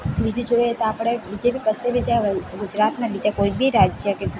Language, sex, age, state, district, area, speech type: Gujarati, female, 18-30, Gujarat, Valsad, rural, spontaneous